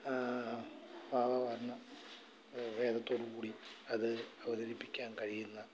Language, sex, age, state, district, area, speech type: Malayalam, male, 45-60, Kerala, Alappuzha, rural, spontaneous